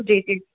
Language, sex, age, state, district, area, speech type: Hindi, female, 30-45, Madhya Pradesh, Jabalpur, urban, conversation